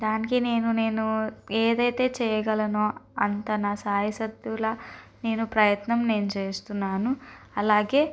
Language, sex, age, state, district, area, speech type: Telugu, female, 30-45, Andhra Pradesh, Guntur, urban, spontaneous